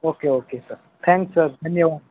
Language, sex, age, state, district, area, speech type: Hindi, male, 18-30, Rajasthan, Nagaur, rural, conversation